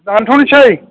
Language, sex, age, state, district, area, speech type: Bodo, male, 45-60, Assam, Chirang, rural, conversation